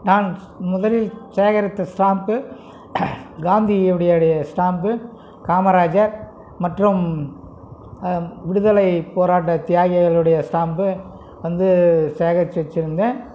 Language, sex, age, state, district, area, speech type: Tamil, male, 60+, Tamil Nadu, Krishnagiri, rural, spontaneous